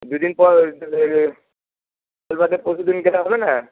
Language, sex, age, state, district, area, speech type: Bengali, male, 45-60, West Bengal, Hooghly, urban, conversation